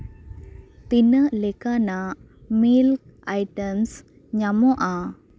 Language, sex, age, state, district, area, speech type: Santali, female, 18-30, West Bengal, Purba Bardhaman, rural, read